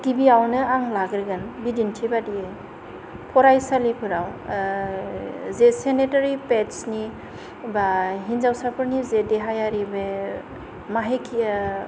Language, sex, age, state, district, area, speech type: Bodo, female, 45-60, Assam, Kokrajhar, urban, spontaneous